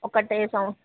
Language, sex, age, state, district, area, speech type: Telugu, female, 30-45, Andhra Pradesh, Nellore, urban, conversation